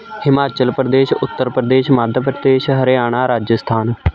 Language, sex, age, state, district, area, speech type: Punjabi, male, 18-30, Punjab, Shaheed Bhagat Singh Nagar, rural, spontaneous